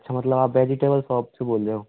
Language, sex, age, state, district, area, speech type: Hindi, male, 45-60, Rajasthan, Karauli, rural, conversation